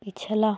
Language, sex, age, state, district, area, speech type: Hindi, female, 18-30, Uttar Pradesh, Jaunpur, urban, read